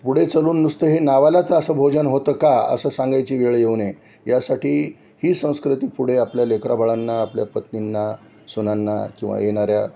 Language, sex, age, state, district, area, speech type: Marathi, male, 60+, Maharashtra, Nanded, urban, spontaneous